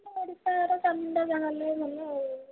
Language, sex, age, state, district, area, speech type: Odia, female, 45-60, Odisha, Sambalpur, rural, conversation